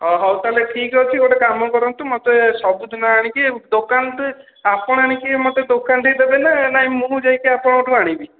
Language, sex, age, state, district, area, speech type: Odia, male, 30-45, Odisha, Khordha, rural, conversation